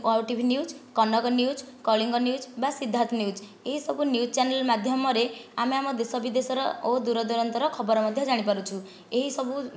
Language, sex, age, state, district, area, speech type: Odia, female, 30-45, Odisha, Nayagarh, rural, spontaneous